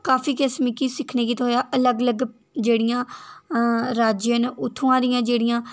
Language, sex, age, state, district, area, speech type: Dogri, female, 18-30, Jammu and Kashmir, Udhampur, rural, spontaneous